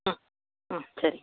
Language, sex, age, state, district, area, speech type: Tamil, female, 30-45, Tamil Nadu, Vellore, urban, conversation